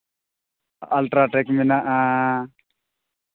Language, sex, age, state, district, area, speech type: Santali, male, 18-30, Jharkhand, East Singhbhum, rural, conversation